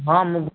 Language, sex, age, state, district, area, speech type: Odia, male, 18-30, Odisha, Balasore, rural, conversation